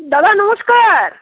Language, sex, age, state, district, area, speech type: Bengali, female, 45-60, West Bengal, Paschim Bardhaman, urban, conversation